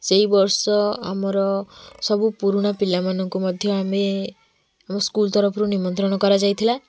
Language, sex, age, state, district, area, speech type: Odia, female, 18-30, Odisha, Kendujhar, urban, spontaneous